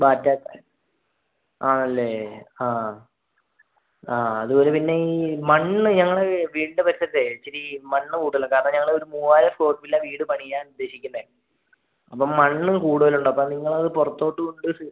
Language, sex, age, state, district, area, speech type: Malayalam, male, 18-30, Kerala, Wayanad, rural, conversation